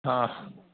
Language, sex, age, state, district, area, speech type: Sindhi, male, 18-30, Maharashtra, Thane, urban, conversation